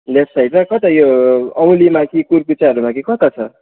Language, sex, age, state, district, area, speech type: Nepali, male, 18-30, West Bengal, Darjeeling, rural, conversation